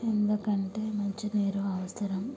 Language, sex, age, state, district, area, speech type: Telugu, female, 30-45, Andhra Pradesh, Nellore, urban, spontaneous